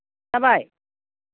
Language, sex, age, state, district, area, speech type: Bodo, female, 60+, Assam, Baksa, urban, conversation